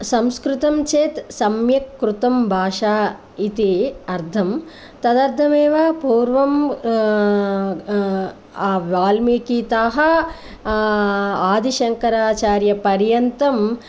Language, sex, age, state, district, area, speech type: Sanskrit, female, 45-60, Andhra Pradesh, Guntur, urban, spontaneous